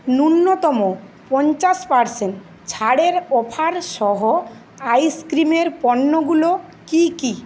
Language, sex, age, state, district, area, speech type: Bengali, female, 30-45, West Bengal, Paschim Medinipur, rural, read